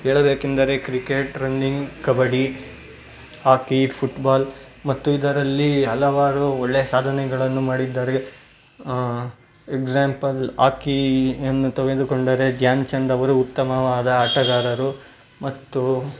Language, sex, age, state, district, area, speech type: Kannada, male, 18-30, Karnataka, Bangalore Rural, urban, spontaneous